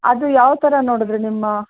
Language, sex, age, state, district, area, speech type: Kannada, female, 45-60, Karnataka, Mysore, rural, conversation